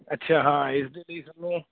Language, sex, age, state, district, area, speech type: Punjabi, male, 30-45, Punjab, Mansa, urban, conversation